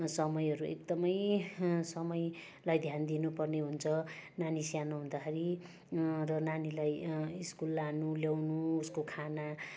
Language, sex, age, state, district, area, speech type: Nepali, female, 60+, West Bengal, Darjeeling, rural, spontaneous